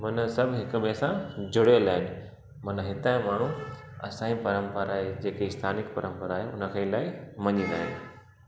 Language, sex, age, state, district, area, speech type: Sindhi, male, 30-45, Gujarat, Junagadh, rural, spontaneous